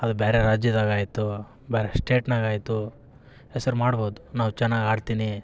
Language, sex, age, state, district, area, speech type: Kannada, male, 18-30, Karnataka, Vijayanagara, rural, spontaneous